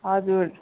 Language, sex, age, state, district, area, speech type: Nepali, female, 18-30, West Bengal, Darjeeling, rural, conversation